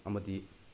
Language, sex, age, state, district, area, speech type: Manipuri, male, 30-45, Manipur, Bishnupur, rural, spontaneous